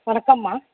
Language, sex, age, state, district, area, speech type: Tamil, female, 60+, Tamil Nadu, Mayiladuthurai, urban, conversation